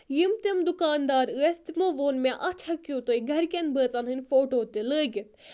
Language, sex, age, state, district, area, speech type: Kashmiri, female, 18-30, Jammu and Kashmir, Budgam, rural, spontaneous